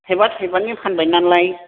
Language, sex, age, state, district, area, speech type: Bodo, female, 60+, Assam, Chirang, rural, conversation